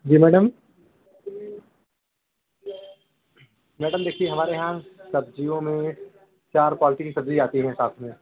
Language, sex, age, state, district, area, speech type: Hindi, male, 30-45, Uttar Pradesh, Bhadohi, rural, conversation